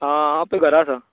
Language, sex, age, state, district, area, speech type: Goan Konkani, male, 18-30, Goa, Tiswadi, rural, conversation